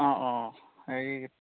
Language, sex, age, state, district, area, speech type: Assamese, male, 30-45, Assam, Golaghat, rural, conversation